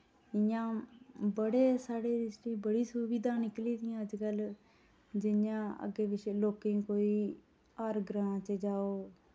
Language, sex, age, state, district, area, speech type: Dogri, female, 30-45, Jammu and Kashmir, Reasi, rural, spontaneous